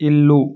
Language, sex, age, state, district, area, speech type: Telugu, male, 30-45, Telangana, Karimnagar, rural, read